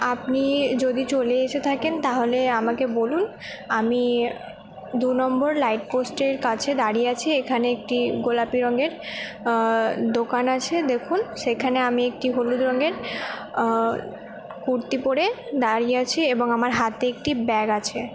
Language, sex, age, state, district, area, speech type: Bengali, female, 18-30, West Bengal, Purba Bardhaman, urban, spontaneous